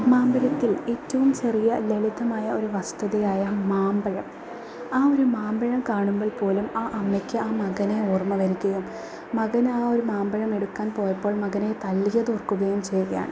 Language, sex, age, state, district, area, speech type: Malayalam, female, 18-30, Kerala, Thrissur, urban, spontaneous